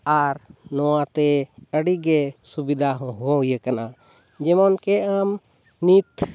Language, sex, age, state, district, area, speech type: Santali, male, 30-45, Jharkhand, Seraikela Kharsawan, rural, spontaneous